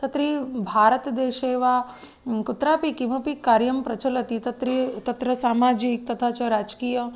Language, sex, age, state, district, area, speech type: Sanskrit, female, 30-45, Maharashtra, Nagpur, urban, spontaneous